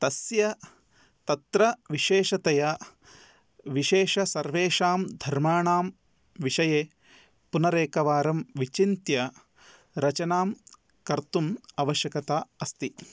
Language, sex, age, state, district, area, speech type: Sanskrit, male, 30-45, Karnataka, Bidar, urban, spontaneous